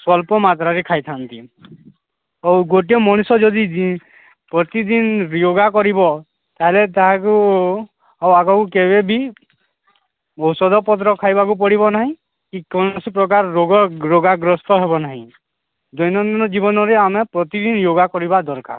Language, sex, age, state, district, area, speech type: Odia, male, 45-60, Odisha, Nuapada, urban, conversation